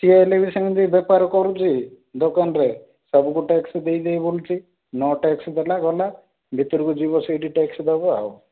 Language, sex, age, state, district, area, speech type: Odia, male, 18-30, Odisha, Rayagada, urban, conversation